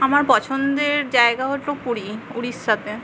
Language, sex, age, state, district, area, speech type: Bengali, female, 18-30, West Bengal, Paschim Medinipur, rural, spontaneous